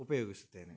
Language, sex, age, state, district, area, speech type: Kannada, male, 30-45, Karnataka, Shimoga, rural, spontaneous